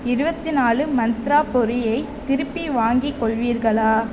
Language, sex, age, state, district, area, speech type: Tamil, female, 18-30, Tamil Nadu, Mayiladuthurai, rural, read